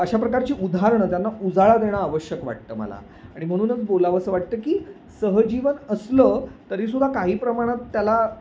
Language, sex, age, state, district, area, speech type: Marathi, male, 30-45, Maharashtra, Sangli, urban, spontaneous